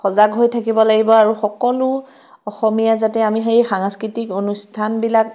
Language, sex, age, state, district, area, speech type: Assamese, female, 30-45, Assam, Biswanath, rural, spontaneous